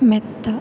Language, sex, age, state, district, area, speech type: Malayalam, female, 18-30, Kerala, Kozhikode, rural, read